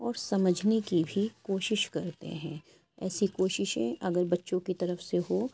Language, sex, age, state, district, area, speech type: Urdu, female, 18-30, Uttar Pradesh, Lucknow, rural, spontaneous